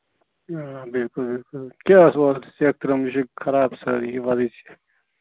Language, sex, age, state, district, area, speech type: Kashmiri, male, 30-45, Jammu and Kashmir, Bandipora, rural, conversation